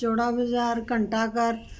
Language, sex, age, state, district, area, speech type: Punjabi, female, 60+, Punjab, Ludhiana, urban, spontaneous